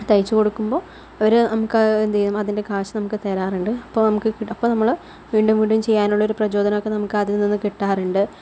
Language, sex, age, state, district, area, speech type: Malayalam, female, 60+, Kerala, Palakkad, rural, spontaneous